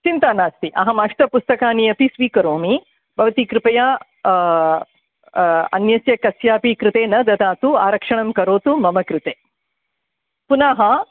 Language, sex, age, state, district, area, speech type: Sanskrit, female, 45-60, Tamil Nadu, Chennai, urban, conversation